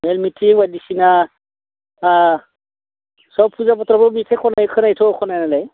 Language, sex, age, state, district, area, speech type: Bodo, male, 60+, Assam, Baksa, urban, conversation